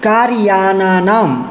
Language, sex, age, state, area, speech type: Sanskrit, male, 18-30, Bihar, rural, spontaneous